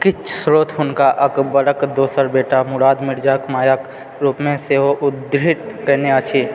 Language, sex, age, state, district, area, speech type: Maithili, male, 30-45, Bihar, Purnia, urban, read